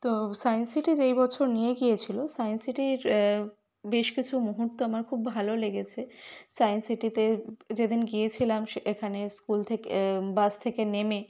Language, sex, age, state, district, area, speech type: Bengali, female, 18-30, West Bengal, Kolkata, urban, spontaneous